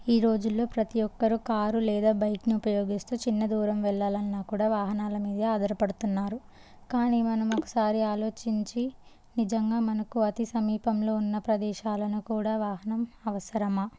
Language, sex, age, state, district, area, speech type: Telugu, female, 18-30, Telangana, Jangaon, urban, spontaneous